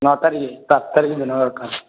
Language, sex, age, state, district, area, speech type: Odia, male, 18-30, Odisha, Kendujhar, urban, conversation